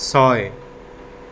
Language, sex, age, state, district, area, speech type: Assamese, male, 18-30, Assam, Darrang, rural, read